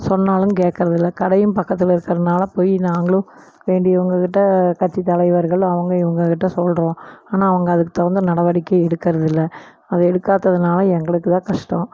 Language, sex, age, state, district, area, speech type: Tamil, female, 45-60, Tamil Nadu, Erode, rural, spontaneous